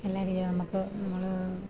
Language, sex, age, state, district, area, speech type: Malayalam, female, 30-45, Kerala, Pathanamthitta, rural, spontaneous